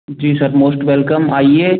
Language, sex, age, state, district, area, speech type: Hindi, male, 18-30, Madhya Pradesh, Gwalior, rural, conversation